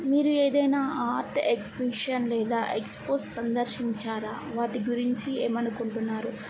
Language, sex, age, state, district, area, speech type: Telugu, female, 18-30, Telangana, Mancherial, rural, spontaneous